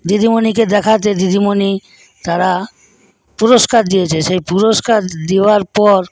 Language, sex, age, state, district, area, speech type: Bengali, male, 60+, West Bengal, Paschim Medinipur, rural, spontaneous